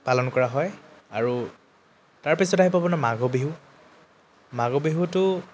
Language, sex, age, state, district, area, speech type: Assamese, male, 18-30, Assam, Tinsukia, urban, spontaneous